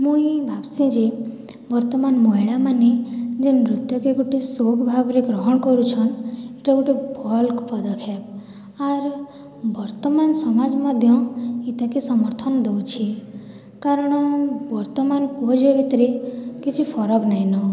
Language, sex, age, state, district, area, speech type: Odia, female, 45-60, Odisha, Boudh, rural, spontaneous